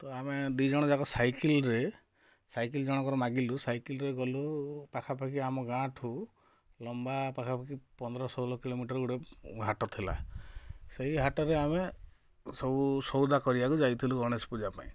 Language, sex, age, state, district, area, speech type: Odia, male, 45-60, Odisha, Kalahandi, rural, spontaneous